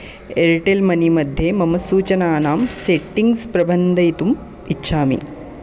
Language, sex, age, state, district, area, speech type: Sanskrit, male, 18-30, Maharashtra, Chandrapur, rural, read